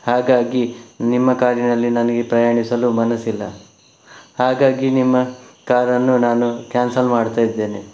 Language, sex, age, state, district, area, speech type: Kannada, male, 18-30, Karnataka, Shimoga, rural, spontaneous